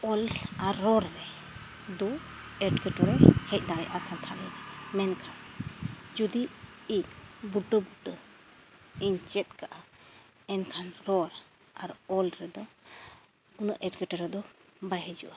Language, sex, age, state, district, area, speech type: Santali, female, 30-45, Jharkhand, East Singhbhum, rural, spontaneous